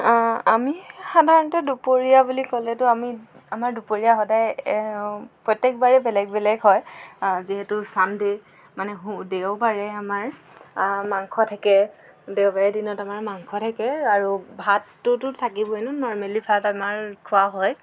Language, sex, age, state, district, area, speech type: Assamese, female, 18-30, Assam, Jorhat, urban, spontaneous